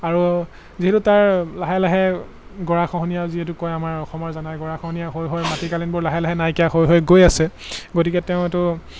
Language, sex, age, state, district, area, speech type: Assamese, male, 18-30, Assam, Golaghat, urban, spontaneous